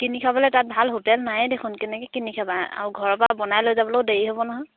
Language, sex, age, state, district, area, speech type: Assamese, female, 18-30, Assam, Sivasagar, rural, conversation